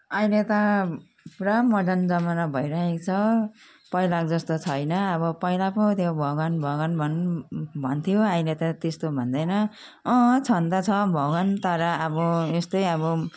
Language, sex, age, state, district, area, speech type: Nepali, female, 45-60, West Bengal, Jalpaiguri, urban, spontaneous